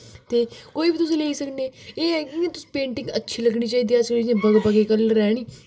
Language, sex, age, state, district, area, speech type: Dogri, female, 18-30, Jammu and Kashmir, Kathua, urban, spontaneous